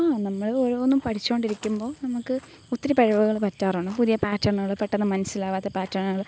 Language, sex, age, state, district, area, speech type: Malayalam, female, 18-30, Kerala, Alappuzha, rural, spontaneous